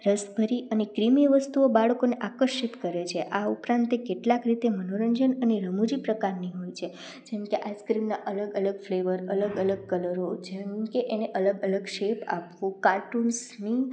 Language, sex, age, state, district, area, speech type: Gujarati, female, 18-30, Gujarat, Rajkot, rural, spontaneous